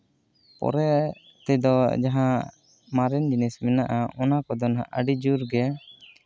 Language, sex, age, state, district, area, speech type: Santali, male, 18-30, Jharkhand, East Singhbhum, rural, spontaneous